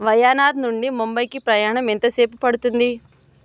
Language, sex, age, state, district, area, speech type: Telugu, female, 18-30, Telangana, Vikarabad, rural, read